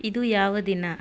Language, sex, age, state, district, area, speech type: Kannada, female, 30-45, Karnataka, Mysore, urban, read